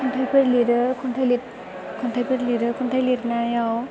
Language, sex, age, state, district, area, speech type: Bodo, female, 18-30, Assam, Chirang, urban, spontaneous